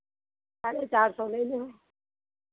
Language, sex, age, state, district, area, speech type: Hindi, female, 45-60, Uttar Pradesh, Hardoi, rural, conversation